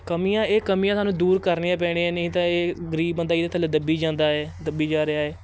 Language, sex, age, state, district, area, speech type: Punjabi, male, 18-30, Punjab, Shaheed Bhagat Singh Nagar, urban, spontaneous